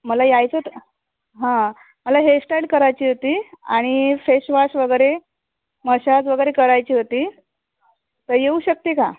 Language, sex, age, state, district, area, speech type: Marathi, female, 30-45, Maharashtra, Thane, urban, conversation